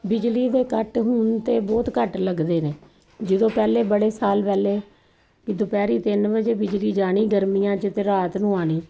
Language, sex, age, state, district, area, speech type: Punjabi, female, 45-60, Punjab, Kapurthala, urban, spontaneous